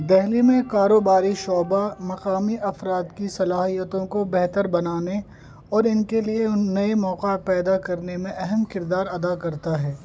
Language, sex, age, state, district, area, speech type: Urdu, male, 30-45, Delhi, North East Delhi, urban, spontaneous